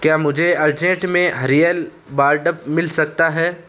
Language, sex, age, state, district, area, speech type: Urdu, male, 18-30, Uttar Pradesh, Saharanpur, urban, read